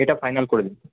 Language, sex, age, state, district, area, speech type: Bengali, male, 30-45, West Bengal, Paschim Bardhaman, urban, conversation